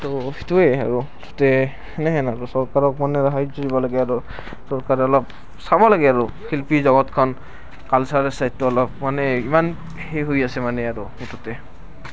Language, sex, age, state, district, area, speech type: Assamese, male, 18-30, Assam, Barpeta, rural, spontaneous